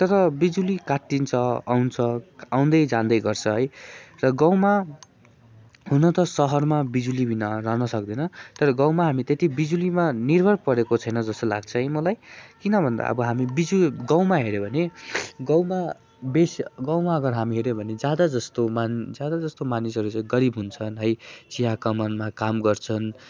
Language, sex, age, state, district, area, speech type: Nepali, male, 18-30, West Bengal, Darjeeling, rural, spontaneous